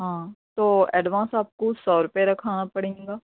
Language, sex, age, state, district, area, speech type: Urdu, female, 30-45, Telangana, Hyderabad, urban, conversation